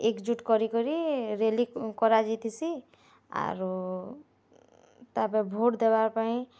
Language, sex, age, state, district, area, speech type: Odia, female, 18-30, Odisha, Bargarh, urban, spontaneous